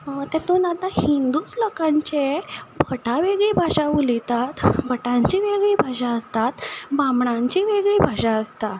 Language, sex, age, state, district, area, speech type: Goan Konkani, female, 30-45, Goa, Ponda, rural, spontaneous